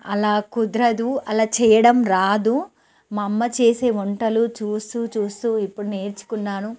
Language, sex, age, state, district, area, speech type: Telugu, female, 45-60, Telangana, Nalgonda, urban, spontaneous